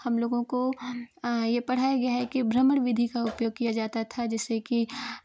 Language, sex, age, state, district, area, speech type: Hindi, female, 18-30, Uttar Pradesh, Chandauli, urban, spontaneous